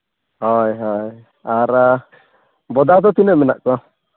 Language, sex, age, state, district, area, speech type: Santali, male, 30-45, Jharkhand, East Singhbhum, rural, conversation